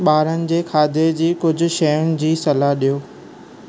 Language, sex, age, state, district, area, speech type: Sindhi, male, 18-30, Maharashtra, Thane, urban, read